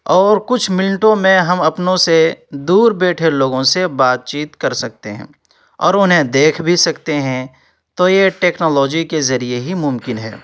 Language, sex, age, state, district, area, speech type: Urdu, male, 18-30, Uttar Pradesh, Ghaziabad, urban, spontaneous